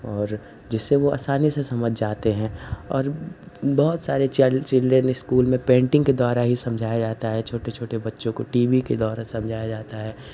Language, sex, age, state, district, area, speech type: Hindi, male, 18-30, Uttar Pradesh, Ghazipur, urban, spontaneous